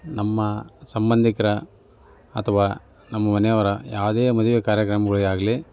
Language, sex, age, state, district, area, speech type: Kannada, male, 45-60, Karnataka, Davanagere, urban, spontaneous